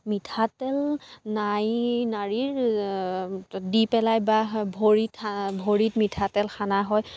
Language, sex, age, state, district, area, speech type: Assamese, female, 18-30, Assam, Dibrugarh, rural, spontaneous